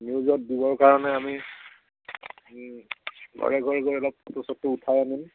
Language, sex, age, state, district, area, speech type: Assamese, male, 60+, Assam, Udalguri, rural, conversation